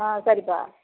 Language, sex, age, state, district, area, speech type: Tamil, female, 45-60, Tamil Nadu, Nagapattinam, rural, conversation